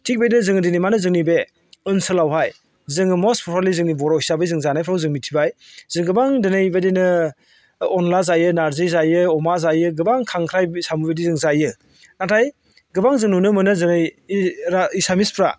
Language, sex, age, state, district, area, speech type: Bodo, male, 45-60, Assam, Chirang, rural, spontaneous